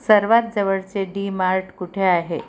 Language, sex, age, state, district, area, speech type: Marathi, female, 45-60, Maharashtra, Amravati, urban, read